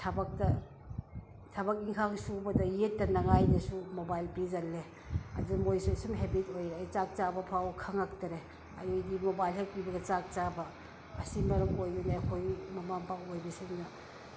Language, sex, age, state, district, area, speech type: Manipuri, female, 60+, Manipur, Ukhrul, rural, spontaneous